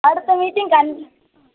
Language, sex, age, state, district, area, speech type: Tamil, female, 18-30, Tamil Nadu, Thoothukudi, rural, conversation